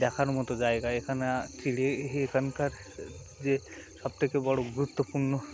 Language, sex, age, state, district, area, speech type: Bengali, male, 18-30, West Bengal, Uttar Dinajpur, urban, spontaneous